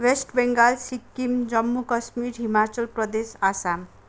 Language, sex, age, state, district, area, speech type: Nepali, male, 30-45, West Bengal, Kalimpong, rural, spontaneous